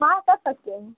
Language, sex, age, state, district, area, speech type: Hindi, female, 45-60, Uttar Pradesh, Pratapgarh, rural, conversation